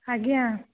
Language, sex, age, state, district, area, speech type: Odia, female, 18-30, Odisha, Dhenkanal, rural, conversation